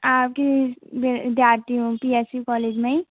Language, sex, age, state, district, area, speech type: Hindi, female, 18-30, Madhya Pradesh, Gwalior, rural, conversation